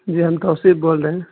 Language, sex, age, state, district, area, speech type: Urdu, male, 18-30, Bihar, Purnia, rural, conversation